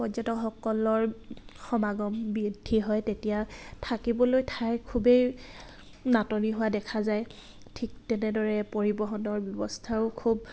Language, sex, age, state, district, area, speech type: Assamese, female, 18-30, Assam, Dibrugarh, rural, spontaneous